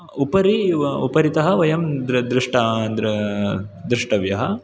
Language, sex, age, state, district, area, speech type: Sanskrit, male, 18-30, Karnataka, Uttara Kannada, urban, spontaneous